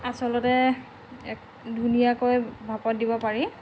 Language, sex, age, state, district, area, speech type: Assamese, female, 45-60, Assam, Lakhimpur, rural, spontaneous